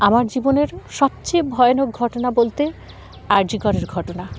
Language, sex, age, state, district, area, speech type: Bengali, female, 30-45, West Bengal, Dakshin Dinajpur, urban, spontaneous